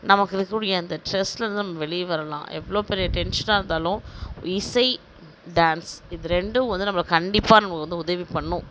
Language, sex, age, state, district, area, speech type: Tamil, female, 30-45, Tamil Nadu, Kallakurichi, rural, spontaneous